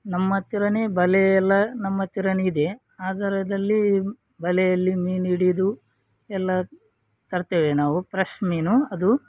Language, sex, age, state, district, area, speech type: Kannada, male, 30-45, Karnataka, Udupi, rural, spontaneous